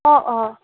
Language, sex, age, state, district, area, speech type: Assamese, female, 18-30, Assam, Morigaon, rural, conversation